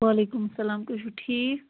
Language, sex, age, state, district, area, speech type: Kashmiri, female, 18-30, Jammu and Kashmir, Ganderbal, rural, conversation